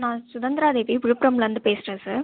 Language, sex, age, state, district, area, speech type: Tamil, female, 18-30, Tamil Nadu, Viluppuram, rural, conversation